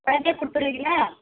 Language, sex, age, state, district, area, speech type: Tamil, female, 30-45, Tamil Nadu, Tirupattur, rural, conversation